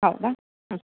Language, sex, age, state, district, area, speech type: Kannada, female, 18-30, Karnataka, Koppal, urban, conversation